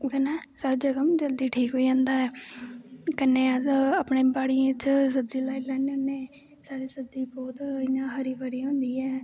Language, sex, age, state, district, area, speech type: Dogri, female, 18-30, Jammu and Kashmir, Kathua, rural, spontaneous